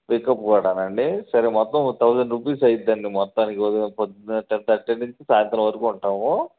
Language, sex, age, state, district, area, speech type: Telugu, male, 30-45, Andhra Pradesh, Bapatla, rural, conversation